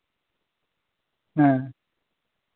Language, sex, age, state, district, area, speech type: Santali, male, 18-30, West Bengal, Bankura, rural, conversation